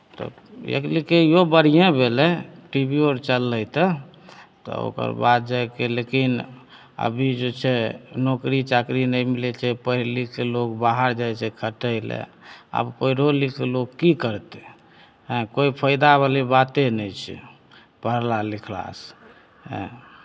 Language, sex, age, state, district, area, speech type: Maithili, male, 30-45, Bihar, Begusarai, urban, spontaneous